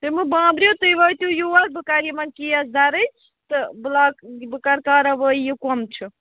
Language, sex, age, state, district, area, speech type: Kashmiri, female, 45-60, Jammu and Kashmir, Ganderbal, rural, conversation